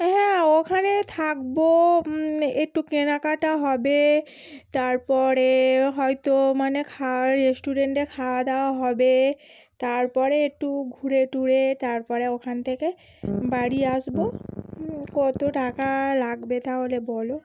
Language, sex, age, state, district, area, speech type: Bengali, female, 30-45, West Bengal, Howrah, urban, spontaneous